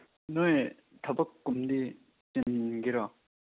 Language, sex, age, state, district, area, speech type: Manipuri, male, 18-30, Manipur, Chandel, rural, conversation